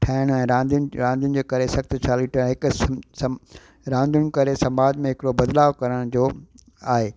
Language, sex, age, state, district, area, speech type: Sindhi, male, 60+, Gujarat, Kutch, urban, spontaneous